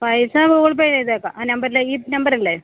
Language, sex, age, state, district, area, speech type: Malayalam, female, 45-60, Kerala, Alappuzha, urban, conversation